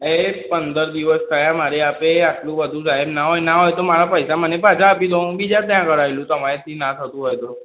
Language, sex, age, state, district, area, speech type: Gujarati, male, 18-30, Gujarat, Aravalli, urban, conversation